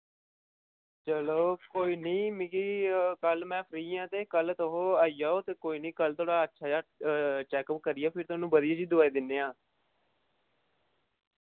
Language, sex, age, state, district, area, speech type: Dogri, male, 18-30, Jammu and Kashmir, Samba, rural, conversation